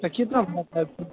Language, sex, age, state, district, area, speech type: Maithili, male, 18-30, Bihar, Sitamarhi, rural, conversation